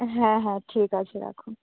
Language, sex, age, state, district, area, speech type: Bengali, female, 18-30, West Bengal, North 24 Parganas, urban, conversation